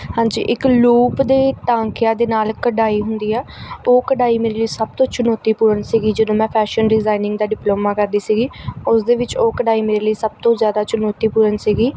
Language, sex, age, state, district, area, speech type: Punjabi, female, 18-30, Punjab, Gurdaspur, urban, spontaneous